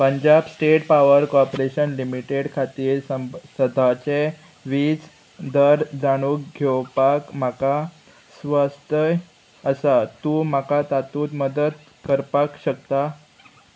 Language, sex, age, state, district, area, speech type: Goan Konkani, male, 18-30, Goa, Murmgao, urban, read